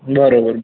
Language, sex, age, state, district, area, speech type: Gujarati, male, 30-45, Gujarat, Morbi, rural, conversation